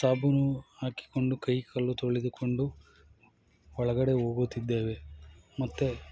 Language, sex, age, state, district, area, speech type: Kannada, male, 45-60, Karnataka, Bangalore Urban, rural, spontaneous